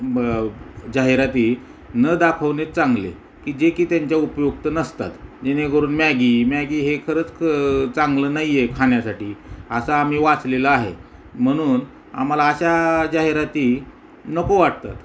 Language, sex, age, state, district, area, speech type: Marathi, male, 45-60, Maharashtra, Osmanabad, rural, spontaneous